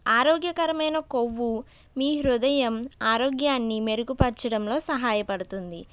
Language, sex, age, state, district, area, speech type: Telugu, female, 45-60, Andhra Pradesh, Konaseema, urban, spontaneous